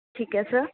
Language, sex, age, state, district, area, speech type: Punjabi, female, 18-30, Punjab, Amritsar, urban, conversation